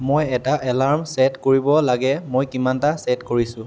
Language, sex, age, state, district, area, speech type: Assamese, male, 18-30, Assam, Dhemaji, rural, read